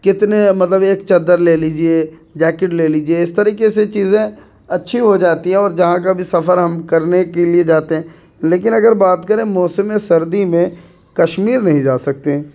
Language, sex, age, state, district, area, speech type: Urdu, male, 18-30, Bihar, Purnia, rural, spontaneous